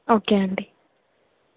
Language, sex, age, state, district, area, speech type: Telugu, female, 18-30, Telangana, Nalgonda, urban, conversation